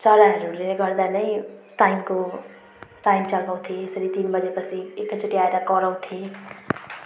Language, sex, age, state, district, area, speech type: Nepali, female, 30-45, West Bengal, Jalpaiguri, urban, spontaneous